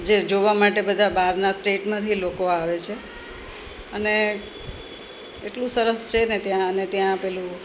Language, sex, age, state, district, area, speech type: Gujarati, female, 45-60, Gujarat, Rajkot, urban, spontaneous